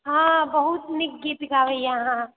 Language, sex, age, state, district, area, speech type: Maithili, female, 30-45, Bihar, Purnia, rural, conversation